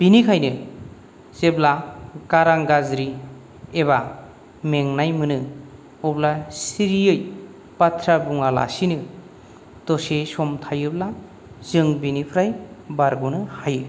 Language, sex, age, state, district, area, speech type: Bodo, male, 45-60, Assam, Kokrajhar, rural, spontaneous